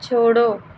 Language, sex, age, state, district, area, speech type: Hindi, female, 30-45, Uttar Pradesh, Azamgarh, urban, read